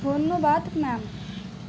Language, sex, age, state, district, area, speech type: Bengali, female, 18-30, West Bengal, Uttar Dinajpur, urban, read